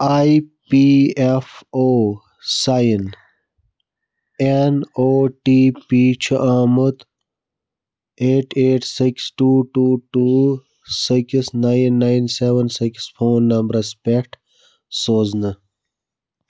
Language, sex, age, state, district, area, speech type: Kashmiri, male, 45-60, Jammu and Kashmir, Budgam, rural, read